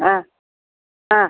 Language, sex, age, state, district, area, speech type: Malayalam, female, 60+, Kerala, Kasaragod, rural, conversation